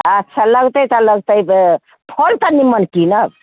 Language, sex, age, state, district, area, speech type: Maithili, female, 60+, Bihar, Muzaffarpur, rural, conversation